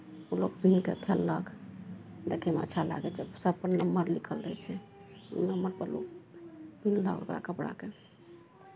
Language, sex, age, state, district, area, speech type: Maithili, female, 30-45, Bihar, Araria, rural, spontaneous